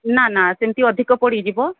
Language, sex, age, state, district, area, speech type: Odia, female, 45-60, Odisha, Sundergarh, rural, conversation